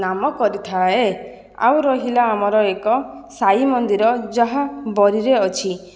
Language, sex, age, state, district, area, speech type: Odia, female, 18-30, Odisha, Jajpur, rural, spontaneous